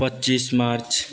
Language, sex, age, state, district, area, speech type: Nepali, male, 18-30, West Bengal, Jalpaiguri, rural, spontaneous